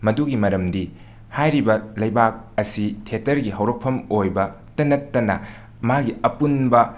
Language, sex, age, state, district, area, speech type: Manipuri, male, 45-60, Manipur, Imphal West, urban, spontaneous